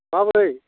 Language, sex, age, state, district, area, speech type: Bodo, male, 60+, Assam, Baksa, urban, conversation